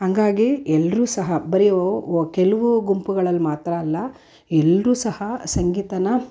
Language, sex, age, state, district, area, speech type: Kannada, female, 45-60, Karnataka, Mysore, urban, spontaneous